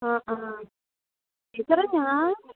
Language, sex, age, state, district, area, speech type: Malayalam, female, 18-30, Kerala, Pathanamthitta, rural, conversation